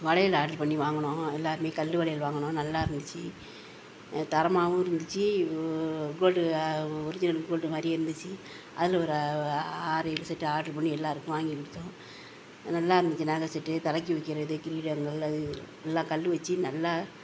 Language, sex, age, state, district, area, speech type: Tamil, female, 60+, Tamil Nadu, Mayiladuthurai, urban, spontaneous